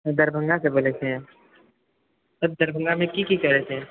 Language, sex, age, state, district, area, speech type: Maithili, male, 30-45, Bihar, Purnia, rural, conversation